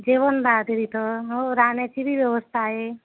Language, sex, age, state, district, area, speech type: Marathi, female, 45-60, Maharashtra, Wardha, rural, conversation